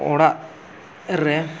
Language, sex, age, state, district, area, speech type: Santali, male, 30-45, Jharkhand, East Singhbhum, rural, spontaneous